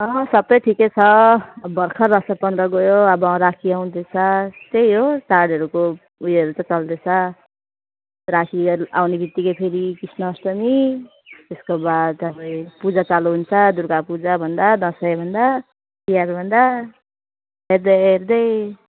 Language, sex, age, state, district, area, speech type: Nepali, female, 30-45, West Bengal, Alipurduar, urban, conversation